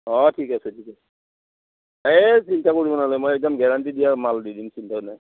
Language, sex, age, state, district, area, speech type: Assamese, male, 60+, Assam, Udalguri, rural, conversation